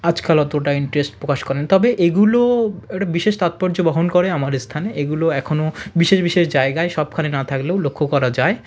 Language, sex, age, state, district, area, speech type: Bengali, male, 30-45, West Bengal, South 24 Parganas, rural, spontaneous